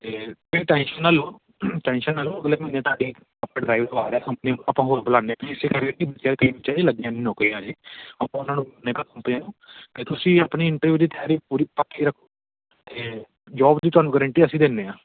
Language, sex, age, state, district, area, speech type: Punjabi, male, 18-30, Punjab, Amritsar, urban, conversation